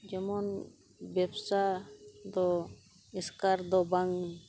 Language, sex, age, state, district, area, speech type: Santali, female, 45-60, West Bengal, Paschim Bardhaman, rural, spontaneous